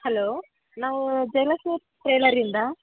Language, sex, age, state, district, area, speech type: Kannada, female, 18-30, Karnataka, Gadag, urban, conversation